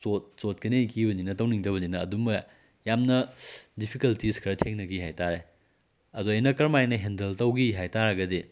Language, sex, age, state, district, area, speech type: Manipuri, male, 18-30, Manipur, Kakching, rural, spontaneous